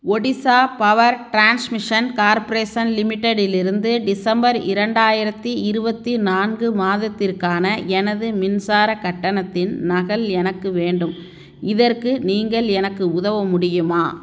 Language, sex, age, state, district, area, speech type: Tamil, female, 60+, Tamil Nadu, Tiruchirappalli, rural, read